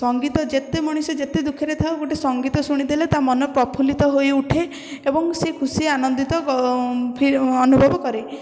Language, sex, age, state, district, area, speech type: Odia, female, 18-30, Odisha, Puri, urban, spontaneous